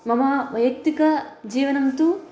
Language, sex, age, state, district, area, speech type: Sanskrit, female, 18-30, Karnataka, Bagalkot, urban, spontaneous